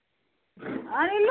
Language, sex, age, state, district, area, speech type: Dogri, female, 45-60, Jammu and Kashmir, Udhampur, rural, conversation